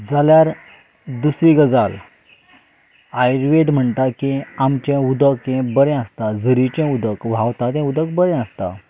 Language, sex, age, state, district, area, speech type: Goan Konkani, male, 30-45, Goa, Canacona, rural, spontaneous